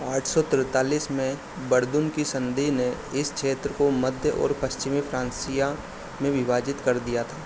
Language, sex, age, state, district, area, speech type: Hindi, male, 30-45, Madhya Pradesh, Harda, urban, read